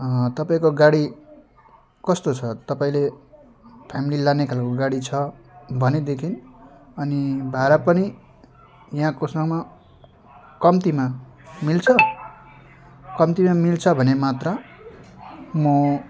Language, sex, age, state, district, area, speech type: Nepali, male, 30-45, West Bengal, Jalpaiguri, urban, spontaneous